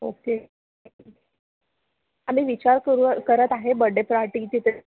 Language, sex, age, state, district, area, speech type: Marathi, female, 18-30, Maharashtra, Amravati, urban, conversation